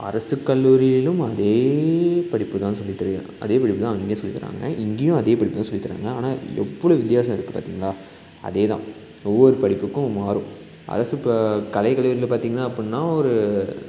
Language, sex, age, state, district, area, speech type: Tamil, male, 18-30, Tamil Nadu, Salem, rural, spontaneous